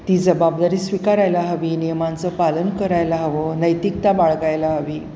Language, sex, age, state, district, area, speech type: Marathi, female, 60+, Maharashtra, Mumbai Suburban, urban, spontaneous